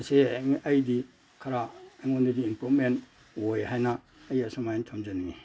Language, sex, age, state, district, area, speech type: Manipuri, male, 60+, Manipur, Imphal East, rural, spontaneous